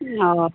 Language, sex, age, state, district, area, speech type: Maithili, female, 45-60, Bihar, Madhepura, rural, conversation